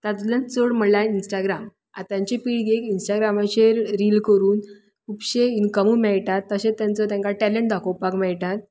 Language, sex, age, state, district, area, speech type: Goan Konkani, female, 30-45, Goa, Tiswadi, rural, spontaneous